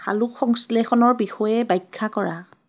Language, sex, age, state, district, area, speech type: Assamese, female, 30-45, Assam, Biswanath, rural, read